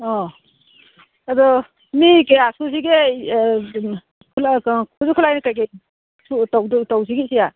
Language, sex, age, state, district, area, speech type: Manipuri, female, 60+, Manipur, Kangpokpi, urban, conversation